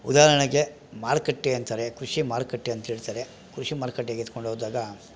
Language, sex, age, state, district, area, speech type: Kannada, male, 45-60, Karnataka, Bangalore Rural, rural, spontaneous